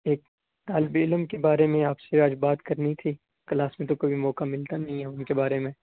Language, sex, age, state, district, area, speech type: Urdu, male, 18-30, Bihar, Purnia, rural, conversation